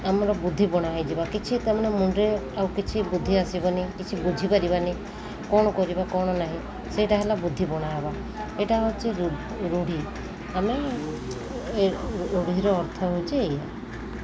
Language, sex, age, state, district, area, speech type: Odia, female, 30-45, Odisha, Sundergarh, urban, spontaneous